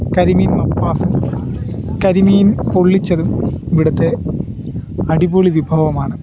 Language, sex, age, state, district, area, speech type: Malayalam, male, 30-45, Kerala, Alappuzha, rural, spontaneous